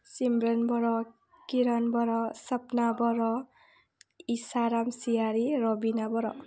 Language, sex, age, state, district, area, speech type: Bodo, female, 18-30, Assam, Udalguri, rural, spontaneous